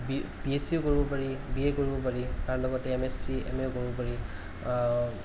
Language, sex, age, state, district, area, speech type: Assamese, male, 30-45, Assam, Kamrup Metropolitan, urban, spontaneous